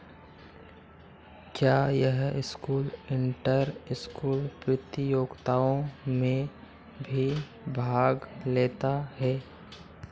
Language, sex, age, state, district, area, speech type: Hindi, male, 18-30, Madhya Pradesh, Harda, rural, read